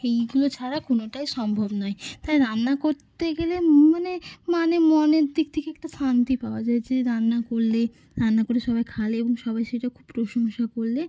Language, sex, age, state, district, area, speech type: Bengali, female, 30-45, West Bengal, Hooghly, urban, spontaneous